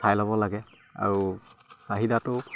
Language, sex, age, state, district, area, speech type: Assamese, male, 18-30, Assam, Sivasagar, rural, spontaneous